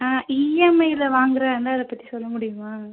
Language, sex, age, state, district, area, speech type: Tamil, female, 45-60, Tamil Nadu, Pudukkottai, urban, conversation